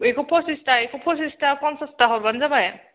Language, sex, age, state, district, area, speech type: Bodo, female, 18-30, Assam, Udalguri, urban, conversation